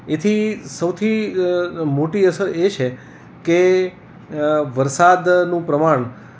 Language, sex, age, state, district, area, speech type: Gujarati, male, 60+, Gujarat, Rajkot, urban, spontaneous